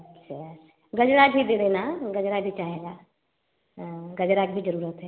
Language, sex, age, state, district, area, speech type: Hindi, female, 30-45, Uttar Pradesh, Varanasi, urban, conversation